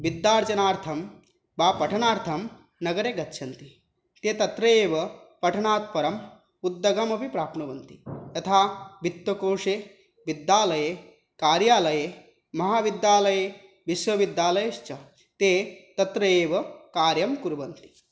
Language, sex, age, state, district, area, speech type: Sanskrit, male, 18-30, West Bengal, Dakshin Dinajpur, rural, spontaneous